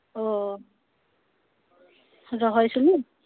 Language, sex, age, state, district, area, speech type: Santali, female, 30-45, West Bengal, Birbhum, rural, conversation